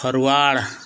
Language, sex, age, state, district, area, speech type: Odia, male, 30-45, Odisha, Nuapada, urban, read